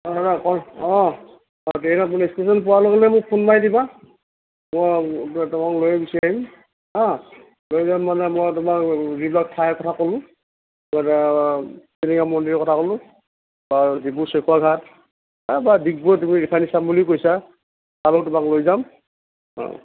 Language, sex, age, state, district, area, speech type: Assamese, male, 60+, Assam, Tinsukia, rural, conversation